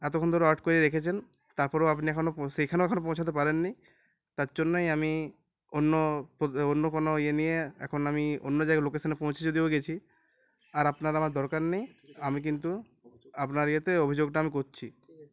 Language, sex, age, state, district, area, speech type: Bengali, male, 18-30, West Bengal, Uttar Dinajpur, urban, spontaneous